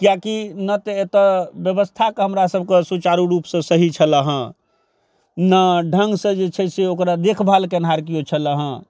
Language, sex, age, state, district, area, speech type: Maithili, male, 45-60, Bihar, Darbhanga, rural, spontaneous